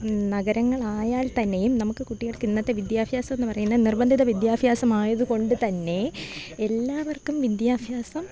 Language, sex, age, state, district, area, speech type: Malayalam, female, 18-30, Kerala, Thiruvananthapuram, rural, spontaneous